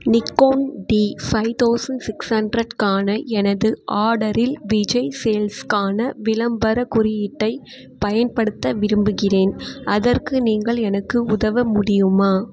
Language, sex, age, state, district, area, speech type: Tamil, female, 18-30, Tamil Nadu, Chengalpattu, urban, read